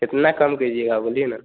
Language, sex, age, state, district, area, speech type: Hindi, male, 18-30, Bihar, Vaishali, rural, conversation